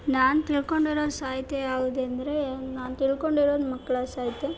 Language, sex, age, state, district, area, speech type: Kannada, female, 18-30, Karnataka, Chitradurga, rural, spontaneous